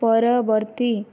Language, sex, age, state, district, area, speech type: Odia, female, 18-30, Odisha, Kandhamal, rural, read